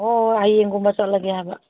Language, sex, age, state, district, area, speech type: Manipuri, female, 60+, Manipur, Kangpokpi, urban, conversation